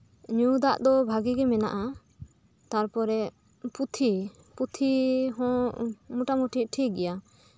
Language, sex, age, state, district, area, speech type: Santali, female, 30-45, West Bengal, Birbhum, rural, spontaneous